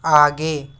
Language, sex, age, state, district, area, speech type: Hindi, male, 45-60, Madhya Pradesh, Bhopal, rural, read